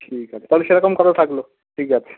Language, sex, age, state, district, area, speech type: Bengali, male, 45-60, West Bengal, South 24 Parganas, rural, conversation